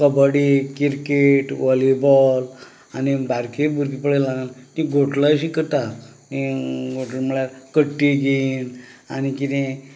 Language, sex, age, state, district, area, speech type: Goan Konkani, male, 45-60, Goa, Canacona, rural, spontaneous